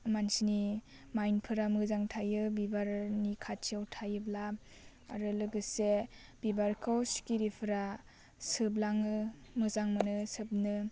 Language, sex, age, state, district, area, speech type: Bodo, female, 18-30, Assam, Baksa, rural, spontaneous